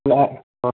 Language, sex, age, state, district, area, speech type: Hindi, male, 18-30, Bihar, Vaishali, rural, conversation